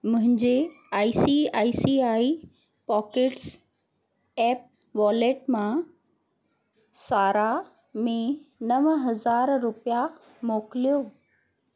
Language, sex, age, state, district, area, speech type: Sindhi, female, 45-60, Madhya Pradesh, Katni, urban, read